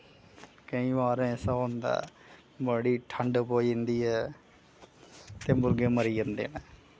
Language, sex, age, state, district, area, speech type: Dogri, male, 30-45, Jammu and Kashmir, Kathua, urban, spontaneous